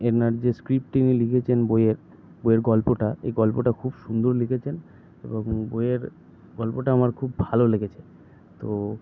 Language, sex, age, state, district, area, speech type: Bengali, male, 60+, West Bengal, Purba Bardhaman, rural, spontaneous